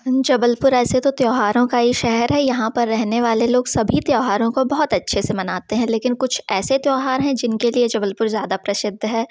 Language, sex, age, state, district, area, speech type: Hindi, female, 30-45, Madhya Pradesh, Jabalpur, urban, spontaneous